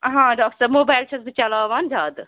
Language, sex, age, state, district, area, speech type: Kashmiri, female, 45-60, Jammu and Kashmir, Srinagar, urban, conversation